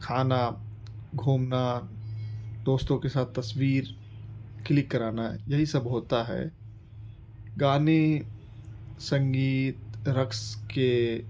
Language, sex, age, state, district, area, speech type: Urdu, male, 18-30, Delhi, East Delhi, urban, spontaneous